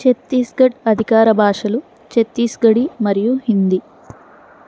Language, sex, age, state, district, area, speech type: Telugu, female, 60+, Andhra Pradesh, N T Rama Rao, urban, read